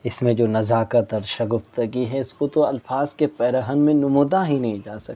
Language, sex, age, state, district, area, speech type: Urdu, male, 18-30, Delhi, South Delhi, urban, spontaneous